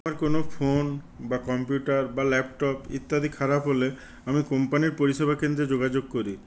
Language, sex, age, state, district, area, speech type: Bengali, male, 60+, West Bengal, Purulia, rural, spontaneous